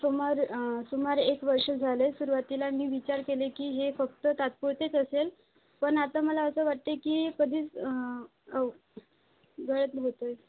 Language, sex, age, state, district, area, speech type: Marathi, female, 18-30, Maharashtra, Aurangabad, rural, conversation